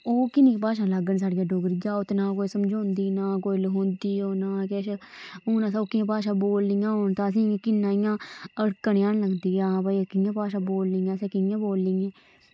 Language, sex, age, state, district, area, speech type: Dogri, female, 18-30, Jammu and Kashmir, Udhampur, rural, spontaneous